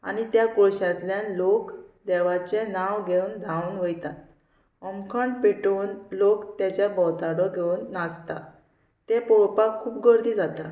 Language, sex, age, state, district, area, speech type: Goan Konkani, female, 30-45, Goa, Murmgao, rural, spontaneous